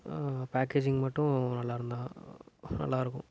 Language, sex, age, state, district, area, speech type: Tamil, male, 18-30, Tamil Nadu, Nagapattinam, rural, spontaneous